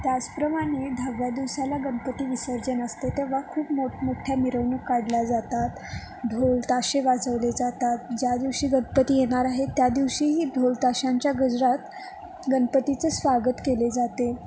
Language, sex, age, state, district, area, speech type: Marathi, female, 18-30, Maharashtra, Sangli, urban, spontaneous